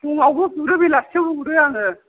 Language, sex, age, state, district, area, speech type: Bodo, female, 45-60, Assam, Chirang, urban, conversation